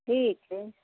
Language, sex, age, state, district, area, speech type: Hindi, female, 30-45, Uttar Pradesh, Jaunpur, rural, conversation